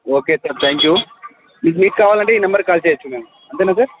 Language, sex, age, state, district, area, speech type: Telugu, male, 30-45, Andhra Pradesh, Kadapa, rural, conversation